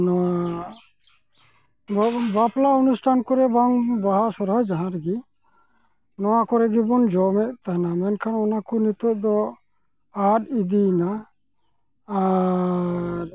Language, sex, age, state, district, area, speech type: Santali, male, 45-60, West Bengal, Malda, rural, spontaneous